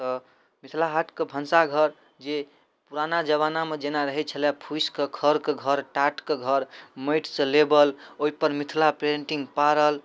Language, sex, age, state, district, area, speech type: Maithili, male, 18-30, Bihar, Darbhanga, urban, spontaneous